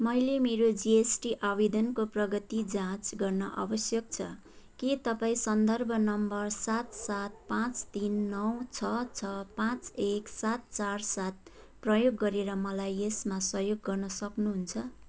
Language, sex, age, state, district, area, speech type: Nepali, female, 30-45, West Bengal, Jalpaiguri, urban, read